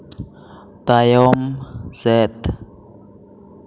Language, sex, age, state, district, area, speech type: Santali, male, 18-30, West Bengal, Bankura, rural, read